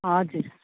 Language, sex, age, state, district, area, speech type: Nepali, female, 45-60, West Bengal, Jalpaiguri, urban, conversation